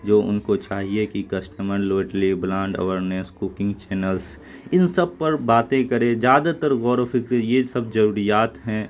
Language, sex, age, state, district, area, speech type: Urdu, male, 18-30, Bihar, Saharsa, urban, spontaneous